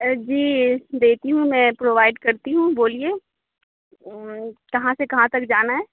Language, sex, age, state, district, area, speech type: Urdu, female, 18-30, Uttar Pradesh, Aligarh, rural, conversation